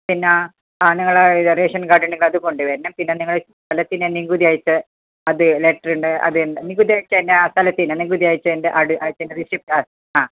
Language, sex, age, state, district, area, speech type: Malayalam, female, 60+, Kerala, Kasaragod, urban, conversation